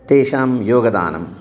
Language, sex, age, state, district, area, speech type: Sanskrit, male, 60+, Telangana, Jagtial, urban, spontaneous